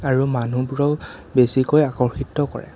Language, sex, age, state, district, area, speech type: Assamese, male, 18-30, Assam, Sonitpur, rural, spontaneous